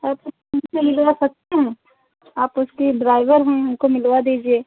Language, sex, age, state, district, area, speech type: Hindi, female, 45-60, Uttar Pradesh, Ayodhya, rural, conversation